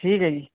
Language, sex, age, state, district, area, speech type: Urdu, male, 45-60, Uttar Pradesh, Muzaffarnagar, rural, conversation